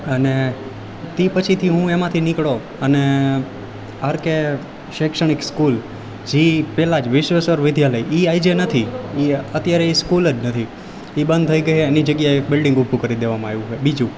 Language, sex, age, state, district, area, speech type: Gujarati, male, 18-30, Gujarat, Rajkot, rural, spontaneous